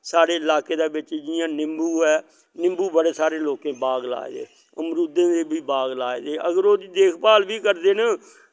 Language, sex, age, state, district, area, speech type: Dogri, male, 60+, Jammu and Kashmir, Samba, rural, spontaneous